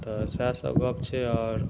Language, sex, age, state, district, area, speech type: Maithili, male, 45-60, Bihar, Madhubani, rural, spontaneous